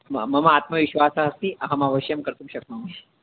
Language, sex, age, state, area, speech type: Sanskrit, male, 30-45, Madhya Pradesh, urban, conversation